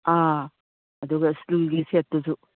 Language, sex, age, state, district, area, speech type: Manipuri, female, 60+, Manipur, Imphal East, rural, conversation